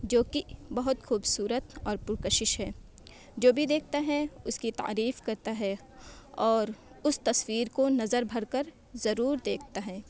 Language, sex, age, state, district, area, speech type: Urdu, female, 18-30, Uttar Pradesh, Mau, urban, spontaneous